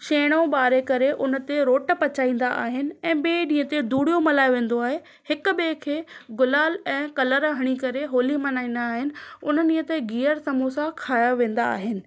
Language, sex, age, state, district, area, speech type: Sindhi, female, 30-45, Maharashtra, Thane, urban, spontaneous